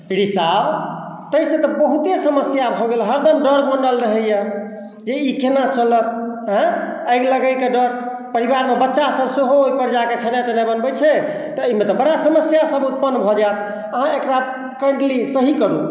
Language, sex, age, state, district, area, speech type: Maithili, male, 60+, Bihar, Madhubani, urban, spontaneous